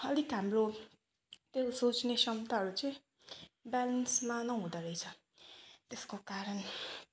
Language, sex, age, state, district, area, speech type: Nepali, female, 30-45, West Bengal, Alipurduar, urban, spontaneous